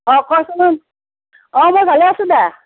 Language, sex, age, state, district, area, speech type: Assamese, female, 45-60, Assam, Nalbari, rural, conversation